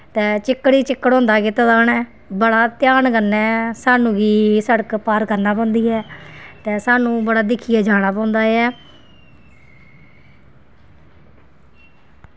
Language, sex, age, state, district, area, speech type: Dogri, female, 30-45, Jammu and Kashmir, Kathua, rural, spontaneous